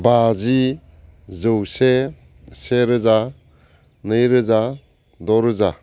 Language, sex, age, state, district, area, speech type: Bodo, male, 45-60, Assam, Baksa, urban, spontaneous